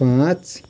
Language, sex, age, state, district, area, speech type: Nepali, male, 45-60, West Bengal, Kalimpong, rural, read